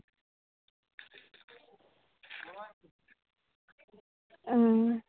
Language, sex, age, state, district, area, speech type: Santali, female, 18-30, West Bengal, Jhargram, rural, conversation